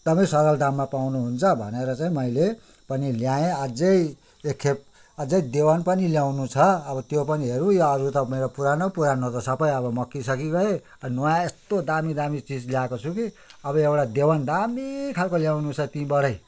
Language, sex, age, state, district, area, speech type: Nepali, male, 60+, West Bengal, Kalimpong, rural, spontaneous